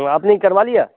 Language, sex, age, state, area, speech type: Hindi, male, 60+, Bihar, urban, conversation